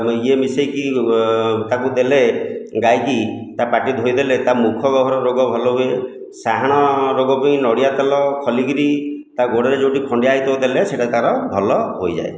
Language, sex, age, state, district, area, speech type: Odia, male, 45-60, Odisha, Khordha, rural, spontaneous